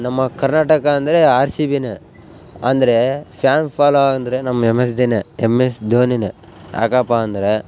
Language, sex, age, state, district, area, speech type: Kannada, male, 18-30, Karnataka, Bellary, rural, spontaneous